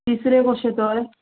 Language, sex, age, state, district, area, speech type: Goan Konkani, female, 30-45, Goa, Murmgao, urban, conversation